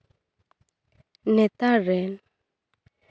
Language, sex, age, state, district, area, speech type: Santali, female, 18-30, West Bengal, Bankura, rural, spontaneous